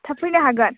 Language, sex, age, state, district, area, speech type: Bodo, female, 18-30, Assam, Baksa, rural, conversation